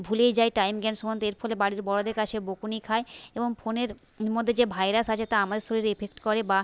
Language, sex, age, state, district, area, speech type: Bengali, female, 30-45, West Bengal, Paschim Medinipur, rural, spontaneous